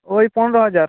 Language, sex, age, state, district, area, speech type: Bengali, male, 18-30, West Bengal, Jalpaiguri, rural, conversation